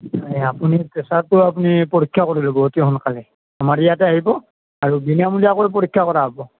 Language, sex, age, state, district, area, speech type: Assamese, male, 45-60, Assam, Nalbari, rural, conversation